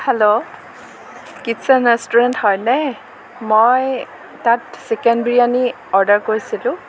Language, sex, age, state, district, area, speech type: Assamese, female, 30-45, Assam, Lakhimpur, rural, spontaneous